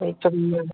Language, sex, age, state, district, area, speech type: Manipuri, female, 60+, Manipur, Kangpokpi, urban, conversation